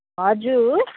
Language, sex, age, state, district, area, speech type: Nepali, female, 30-45, West Bengal, Kalimpong, rural, conversation